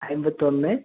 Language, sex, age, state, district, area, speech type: Malayalam, male, 18-30, Kerala, Kasaragod, urban, conversation